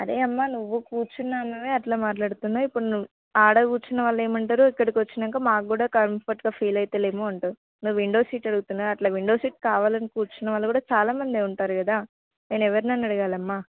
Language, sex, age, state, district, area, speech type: Telugu, female, 18-30, Telangana, Hanamkonda, rural, conversation